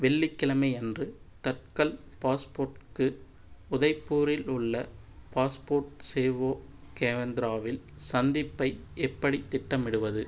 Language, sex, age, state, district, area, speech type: Tamil, male, 18-30, Tamil Nadu, Madurai, urban, read